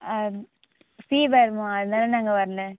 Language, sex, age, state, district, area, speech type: Tamil, female, 18-30, Tamil Nadu, Krishnagiri, rural, conversation